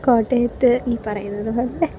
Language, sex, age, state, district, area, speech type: Malayalam, female, 18-30, Kerala, Ernakulam, rural, spontaneous